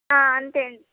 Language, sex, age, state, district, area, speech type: Telugu, female, 18-30, Andhra Pradesh, Palnadu, rural, conversation